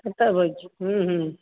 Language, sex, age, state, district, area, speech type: Maithili, female, 30-45, Bihar, Madhubani, urban, conversation